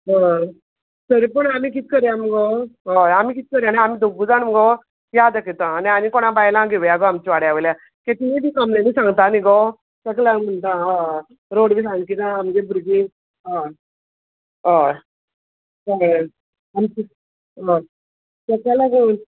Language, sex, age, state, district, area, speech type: Goan Konkani, female, 45-60, Goa, Quepem, rural, conversation